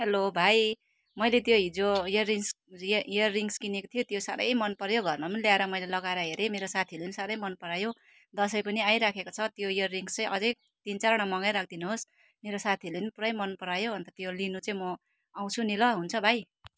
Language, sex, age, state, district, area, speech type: Nepali, female, 45-60, West Bengal, Darjeeling, rural, spontaneous